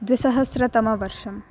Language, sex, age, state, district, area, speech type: Sanskrit, female, 18-30, Karnataka, Dakshina Kannada, urban, spontaneous